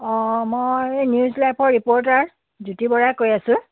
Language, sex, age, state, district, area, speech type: Assamese, female, 45-60, Assam, Biswanath, rural, conversation